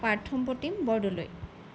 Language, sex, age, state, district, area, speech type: Assamese, female, 18-30, Assam, Jorhat, urban, spontaneous